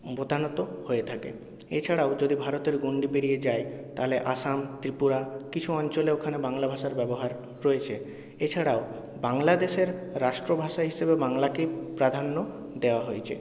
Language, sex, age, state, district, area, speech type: Bengali, male, 18-30, West Bengal, Purulia, urban, spontaneous